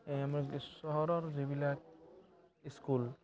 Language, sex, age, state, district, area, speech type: Assamese, male, 18-30, Assam, Barpeta, rural, spontaneous